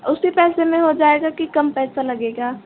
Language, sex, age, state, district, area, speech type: Hindi, female, 18-30, Uttar Pradesh, Pratapgarh, rural, conversation